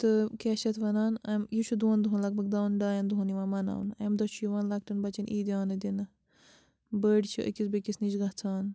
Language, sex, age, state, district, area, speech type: Kashmiri, female, 45-60, Jammu and Kashmir, Bandipora, rural, spontaneous